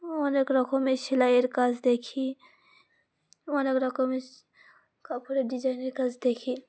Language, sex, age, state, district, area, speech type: Bengali, female, 18-30, West Bengal, Uttar Dinajpur, urban, spontaneous